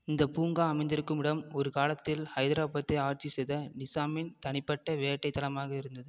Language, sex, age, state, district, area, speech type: Tamil, male, 30-45, Tamil Nadu, Ariyalur, rural, read